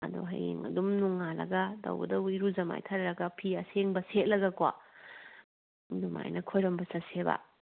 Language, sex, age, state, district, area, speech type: Manipuri, female, 30-45, Manipur, Kangpokpi, urban, conversation